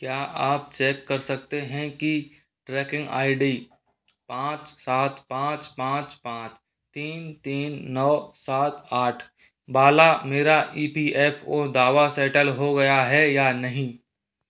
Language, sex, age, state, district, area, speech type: Hindi, male, 30-45, Rajasthan, Jaipur, urban, read